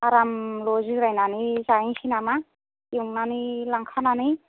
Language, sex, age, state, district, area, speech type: Bodo, female, 45-60, Assam, Kokrajhar, rural, conversation